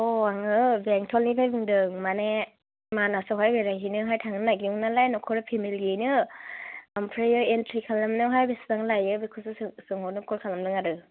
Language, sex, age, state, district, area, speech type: Bodo, female, 18-30, Assam, Chirang, rural, conversation